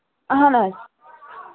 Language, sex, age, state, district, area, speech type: Kashmiri, male, 18-30, Jammu and Kashmir, Kulgam, rural, conversation